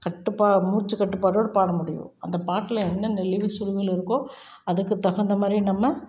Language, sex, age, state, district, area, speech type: Tamil, female, 45-60, Tamil Nadu, Tiruppur, rural, spontaneous